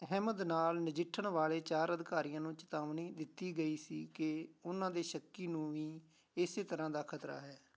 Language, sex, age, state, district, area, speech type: Punjabi, male, 30-45, Punjab, Amritsar, urban, read